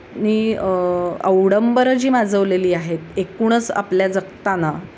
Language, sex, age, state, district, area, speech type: Marathi, female, 45-60, Maharashtra, Sangli, urban, spontaneous